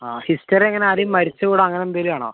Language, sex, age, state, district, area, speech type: Malayalam, male, 18-30, Kerala, Palakkad, rural, conversation